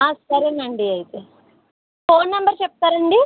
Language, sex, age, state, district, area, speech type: Telugu, female, 18-30, Andhra Pradesh, West Godavari, rural, conversation